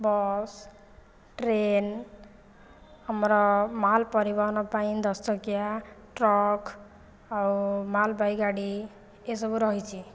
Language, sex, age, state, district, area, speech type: Odia, female, 45-60, Odisha, Jajpur, rural, spontaneous